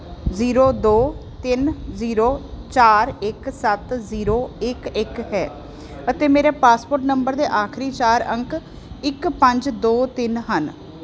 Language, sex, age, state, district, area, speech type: Punjabi, female, 30-45, Punjab, Jalandhar, urban, read